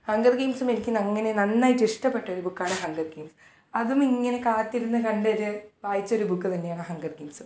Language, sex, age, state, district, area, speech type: Malayalam, female, 18-30, Kerala, Thiruvananthapuram, urban, spontaneous